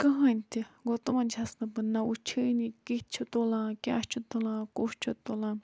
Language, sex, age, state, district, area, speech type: Kashmiri, female, 18-30, Jammu and Kashmir, Budgam, rural, spontaneous